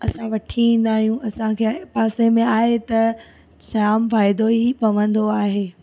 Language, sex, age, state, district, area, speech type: Sindhi, female, 18-30, Gujarat, Surat, urban, spontaneous